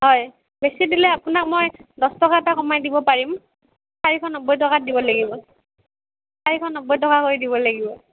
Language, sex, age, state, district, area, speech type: Assamese, female, 18-30, Assam, Nalbari, rural, conversation